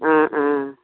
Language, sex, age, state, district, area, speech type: Assamese, female, 60+, Assam, Lakhimpur, urban, conversation